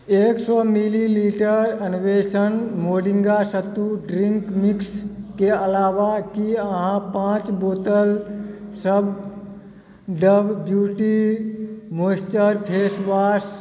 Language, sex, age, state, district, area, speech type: Maithili, male, 30-45, Bihar, Supaul, rural, read